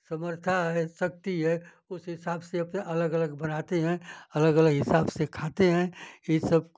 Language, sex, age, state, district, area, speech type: Hindi, male, 60+, Uttar Pradesh, Ghazipur, rural, spontaneous